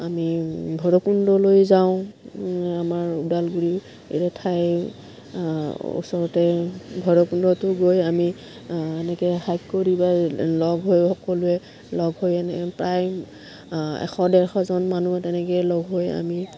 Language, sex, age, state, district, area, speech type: Assamese, female, 45-60, Assam, Udalguri, rural, spontaneous